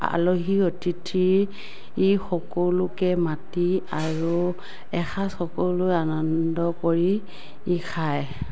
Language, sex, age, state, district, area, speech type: Assamese, female, 45-60, Assam, Morigaon, rural, spontaneous